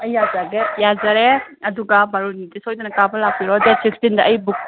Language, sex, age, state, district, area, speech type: Manipuri, female, 30-45, Manipur, Imphal East, rural, conversation